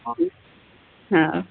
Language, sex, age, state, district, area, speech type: Odia, female, 45-60, Odisha, Sundergarh, rural, conversation